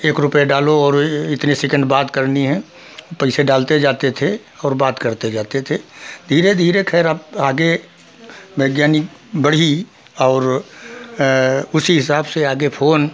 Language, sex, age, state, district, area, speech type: Hindi, male, 60+, Uttar Pradesh, Hardoi, rural, spontaneous